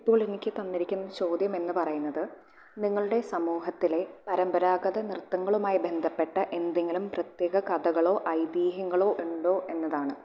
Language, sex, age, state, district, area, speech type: Malayalam, female, 18-30, Kerala, Thrissur, rural, spontaneous